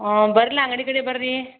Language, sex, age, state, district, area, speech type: Kannada, female, 60+, Karnataka, Belgaum, rural, conversation